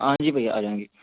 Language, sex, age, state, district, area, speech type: Punjabi, male, 30-45, Punjab, Amritsar, urban, conversation